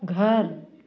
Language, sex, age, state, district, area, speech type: Hindi, female, 45-60, Uttar Pradesh, Jaunpur, rural, read